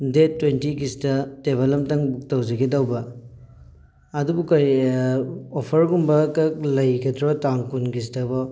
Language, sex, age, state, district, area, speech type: Manipuri, male, 18-30, Manipur, Thoubal, rural, spontaneous